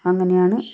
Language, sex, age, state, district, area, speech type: Malayalam, female, 60+, Kerala, Wayanad, rural, spontaneous